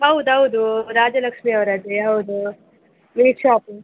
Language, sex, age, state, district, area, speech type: Kannada, female, 18-30, Karnataka, Chitradurga, rural, conversation